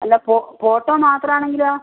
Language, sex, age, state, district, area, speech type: Malayalam, female, 60+, Kerala, Wayanad, rural, conversation